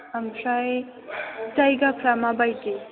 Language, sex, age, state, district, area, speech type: Bodo, female, 18-30, Assam, Chirang, urban, conversation